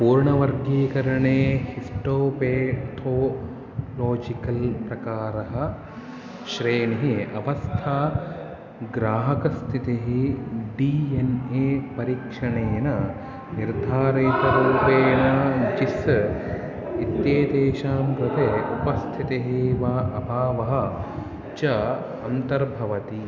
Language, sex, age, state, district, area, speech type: Sanskrit, male, 18-30, Karnataka, Uttara Kannada, rural, read